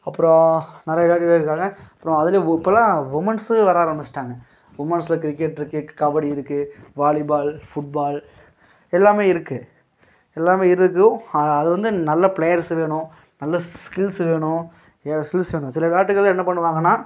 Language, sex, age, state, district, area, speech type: Tamil, male, 18-30, Tamil Nadu, Coimbatore, rural, spontaneous